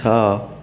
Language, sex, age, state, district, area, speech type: Odia, male, 18-30, Odisha, Puri, urban, read